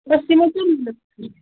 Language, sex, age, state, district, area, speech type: Kashmiri, female, 18-30, Jammu and Kashmir, Pulwama, rural, conversation